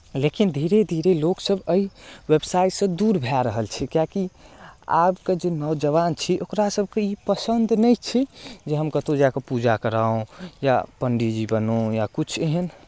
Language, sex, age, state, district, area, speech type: Maithili, male, 18-30, Bihar, Darbhanga, rural, spontaneous